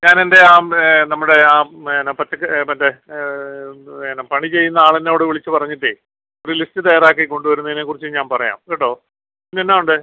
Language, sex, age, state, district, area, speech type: Malayalam, male, 45-60, Kerala, Alappuzha, rural, conversation